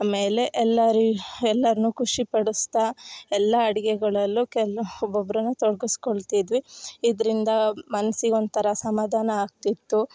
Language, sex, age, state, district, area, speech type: Kannada, female, 18-30, Karnataka, Chikkamagaluru, rural, spontaneous